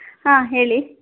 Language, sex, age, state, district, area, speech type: Kannada, female, 18-30, Karnataka, Davanagere, rural, conversation